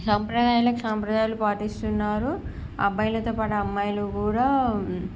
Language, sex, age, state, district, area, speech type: Telugu, female, 18-30, Andhra Pradesh, Srikakulam, urban, spontaneous